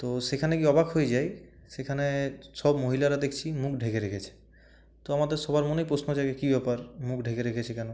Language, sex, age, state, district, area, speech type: Bengali, male, 18-30, West Bengal, Purulia, urban, spontaneous